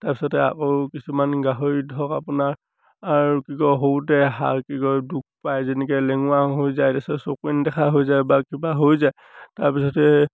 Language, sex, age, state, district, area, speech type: Assamese, male, 18-30, Assam, Sivasagar, rural, spontaneous